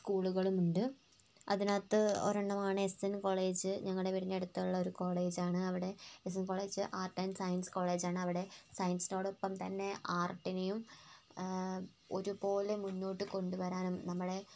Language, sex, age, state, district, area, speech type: Malayalam, female, 18-30, Kerala, Wayanad, rural, spontaneous